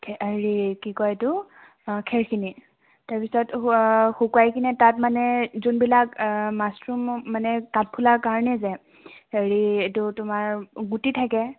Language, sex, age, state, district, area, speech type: Assamese, female, 18-30, Assam, Tinsukia, urban, conversation